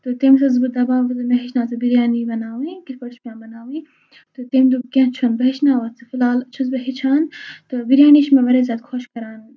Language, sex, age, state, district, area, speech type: Kashmiri, female, 45-60, Jammu and Kashmir, Baramulla, urban, spontaneous